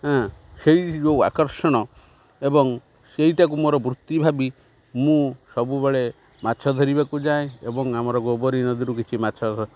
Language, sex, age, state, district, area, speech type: Odia, male, 45-60, Odisha, Kendrapara, urban, spontaneous